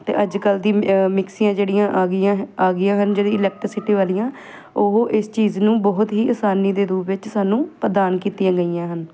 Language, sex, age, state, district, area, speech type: Punjabi, female, 18-30, Punjab, Ludhiana, urban, spontaneous